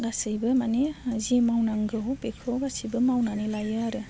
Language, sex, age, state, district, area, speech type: Bodo, female, 18-30, Assam, Baksa, rural, spontaneous